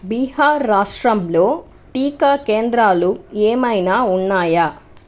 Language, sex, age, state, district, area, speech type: Telugu, female, 60+, Andhra Pradesh, Chittoor, rural, read